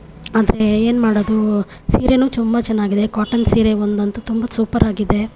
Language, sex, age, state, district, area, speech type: Kannada, female, 30-45, Karnataka, Chamarajanagar, rural, spontaneous